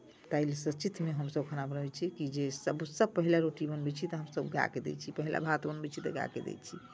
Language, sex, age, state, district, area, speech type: Maithili, female, 60+, Bihar, Muzaffarpur, rural, spontaneous